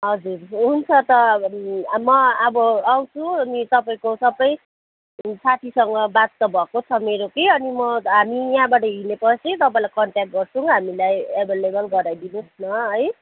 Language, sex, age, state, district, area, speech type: Nepali, female, 30-45, West Bengal, Kalimpong, rural, conversation